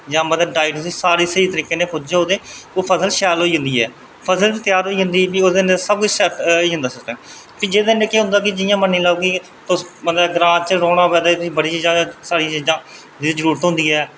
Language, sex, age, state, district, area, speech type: Dogri, male, 30-45, Jammu and Kashmir, Reasi, rural, spontaneous